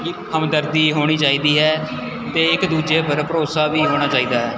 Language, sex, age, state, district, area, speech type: Punjabi, male, 18-30, Punjab, Mohali, rural, spontaneous